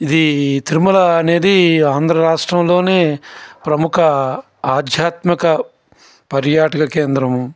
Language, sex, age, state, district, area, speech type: Telugu, male, 45-60, Andhra Pradesh, Nellore, urban, spontaneous